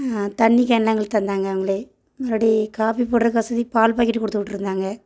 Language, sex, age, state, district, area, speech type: Tamil, female, 30-45, Tamil Nadu, Thoothukudi, rural, spontaneous